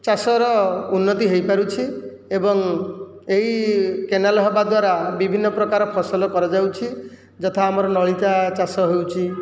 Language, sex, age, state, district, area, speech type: Odia, male, 45-60, Odisha, Jajpur, rural, spontaneous